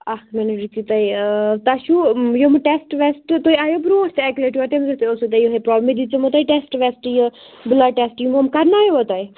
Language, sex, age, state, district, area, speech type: Kashmiri, female, 18-30, Jammu and Kashmir, Baramulla, rural, conversation